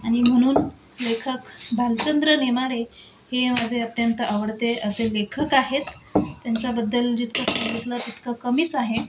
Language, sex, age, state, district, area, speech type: Marathi, female, 30-45, Maharashtra, Nashik, urban, spontaneous